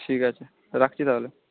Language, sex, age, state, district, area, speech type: Bengali, male, 18-30, West Bengal, Jhargram, rural, conversation